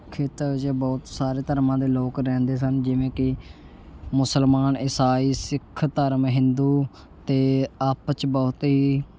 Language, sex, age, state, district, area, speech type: Punjabi, male, 18-30, Punjab, Shaheed Bhagat Singh Nagar, rural, spontaneous